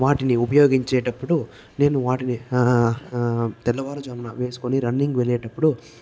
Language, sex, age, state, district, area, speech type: Telugu, male, 45-60, Andhra Pradesh, Chittoor, urban, spontaneous